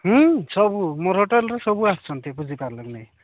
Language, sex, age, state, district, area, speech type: Odia, male, 45-60, Odisha, Nabarangpur, rural, conversation